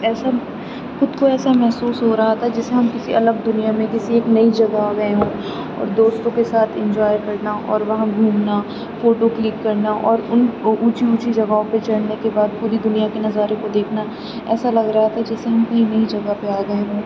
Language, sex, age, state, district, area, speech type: Urdu, female, 18-30, Uttar Pradesh, Aligarh, urban, spontaneous